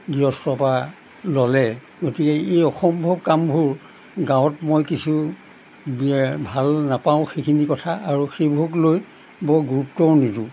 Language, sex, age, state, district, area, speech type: Assamese, male, 60+, Assam, Golaghat, urban, spontaneous